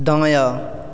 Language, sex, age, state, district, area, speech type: Maithili, male, 18-30, Bihar, Supaul, rural, read